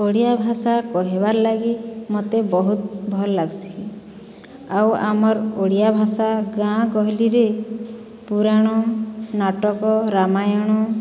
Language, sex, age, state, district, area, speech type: Odia, female, 45-60, Odisha, Boudh, rural, spontaneous